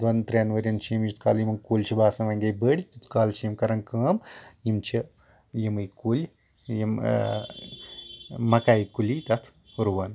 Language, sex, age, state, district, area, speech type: Kashmiri, male, 18-30, Jammu and Kashmir, Anantnag, rural, spontaneous